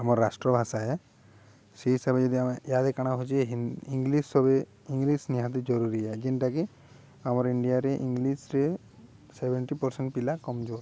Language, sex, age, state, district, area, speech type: Odia, male, 30-45, Odisha, Balangir, urban, spontaneous